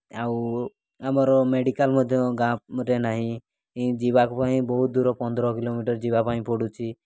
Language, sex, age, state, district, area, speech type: Odia, male, 18-30, Odisha, Mayurbhanj, rural, spontaneous